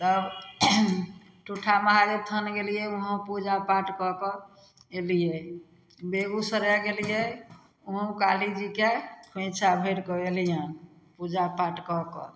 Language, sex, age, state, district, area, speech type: Maithili, female, 60+, Bihar, Samastipur, rural, spontaneous